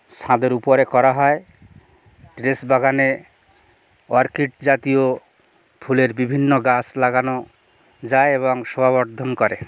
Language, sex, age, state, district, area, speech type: Bengali, male, 60+, West Bengal, Bankura, urban, spontaneous